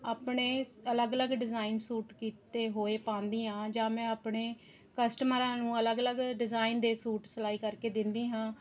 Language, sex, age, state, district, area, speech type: Punjabi, female, 30-45, Punjab, Rupnagar, rural, spontaneous